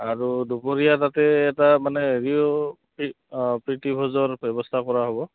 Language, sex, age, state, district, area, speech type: Assamese, male, 30-45, Assam, Goalpara, urban, conversation